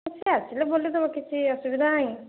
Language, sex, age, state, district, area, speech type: Odia, female, 30-45, Odisha, Jajpur, rural, conversation